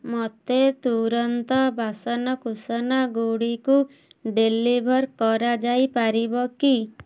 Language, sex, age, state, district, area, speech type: Odia, female, 30-45, Odisha, Kendujhar, urban, read